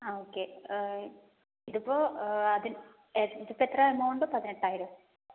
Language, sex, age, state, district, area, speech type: Malayalam, female, 45-60, Kerala, Palakkad, rural, conversation